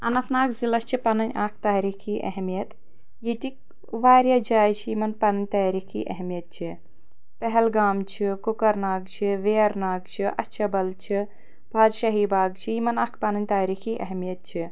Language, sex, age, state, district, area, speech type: Kashmiri, female, 30-45, Jammu and Kashmir, Anantnag, rural, spontaneous